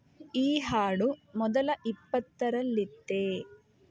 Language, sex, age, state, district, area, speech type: Kannada, female, 18-30, Karnataka, Chitradurga, urban, read